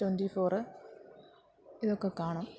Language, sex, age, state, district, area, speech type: Malayalam, female, 30-45, Kerala, Pathanamthitta, rural, spontaneous